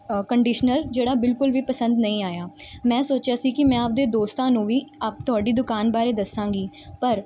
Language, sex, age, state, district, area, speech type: Punjabi, female, 18-30, Punjab, Mansa, urban, spontaneous